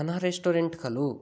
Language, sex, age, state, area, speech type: Sanskrit, male, 18-30, Rajasthan, rural, spontaneous